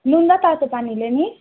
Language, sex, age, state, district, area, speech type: Nepali, female, 18-30, West Bengal, Darjeeling, rural, conversation